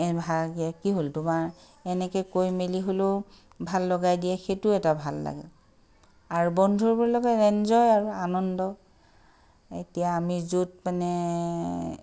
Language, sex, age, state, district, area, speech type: Assamese, female, 60+, Assam, Charaideo, urban, spontaneous